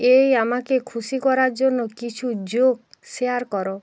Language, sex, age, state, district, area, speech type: Bengali, female, 45-60, West Bengal, Hooghly, urban, read